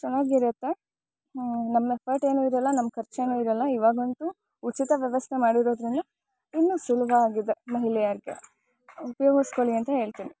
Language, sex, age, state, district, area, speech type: Kannada, female, 18-30, Karnataka, Chikkamagaluru, rural, spontaneous